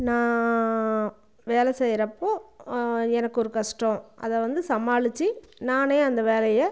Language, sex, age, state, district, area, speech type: Tamil, female, 45-60, Tamil Nadu, Namakkal, rural, spontaneous